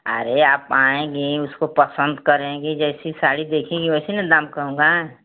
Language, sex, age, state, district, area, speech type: Hindi, female, 60+, Uttar Pradesh, Mau, urban, conversation